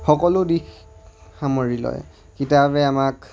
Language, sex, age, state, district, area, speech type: Assamese, male, 30-45, Assam, Majuli, urban, spontaneous